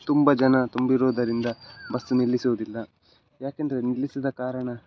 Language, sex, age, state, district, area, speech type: Kannada, male, 18-30, Karnataka, Dakshina Kannada, urban, spontaneous